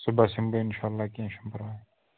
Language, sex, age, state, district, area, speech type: Kashmiri, male, 30-45, Jammu and Kashmir, Pulwama, rural, conversation